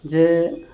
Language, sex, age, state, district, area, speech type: Santali, male, 30-45, West Bengal, Dakshin Dinajpur, rural, spontaneous